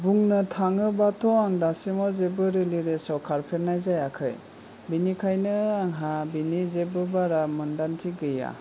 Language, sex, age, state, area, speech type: Bodo, male, 18-30, Assam, urban, spontaneous